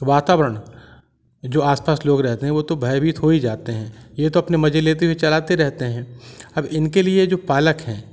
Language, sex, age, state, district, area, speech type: Hindi, male, 45-60, Madhya Pradesh, Jabalpur, urban, spontaneous